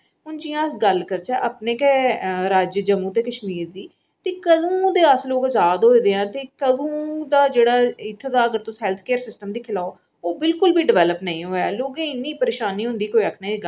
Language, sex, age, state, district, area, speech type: Dogri, female, 45-60, Jammu and Kashmir, Reasi, urban, spontaneous